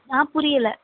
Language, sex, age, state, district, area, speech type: Tamil, female, 30-45, Tamil Nadu, Cuddalore, rural, conversation